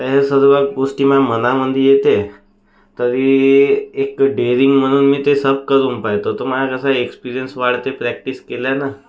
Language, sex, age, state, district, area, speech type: Marathi, male, 18-30, Maharashtra, Nagpur, urban, spontaneous